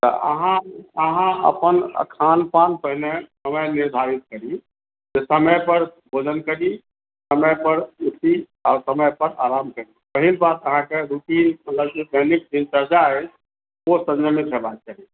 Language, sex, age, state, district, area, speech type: Maithili, male, 45-60, Bihar, Madhubani, urban, conversation